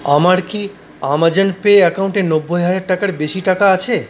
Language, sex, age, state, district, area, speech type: Bengali, male, 45-60, West Bengal, Paschim Bardhaman, urban, read